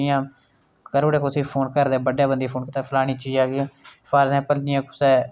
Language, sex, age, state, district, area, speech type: Dogri, male, 30-45, Jammu and Kashmir, Udhampur, rural, spontaneous